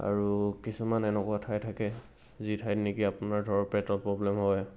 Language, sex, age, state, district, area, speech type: Assamese, male, 18-30, Assam, Sivasagar, rural, spontaneous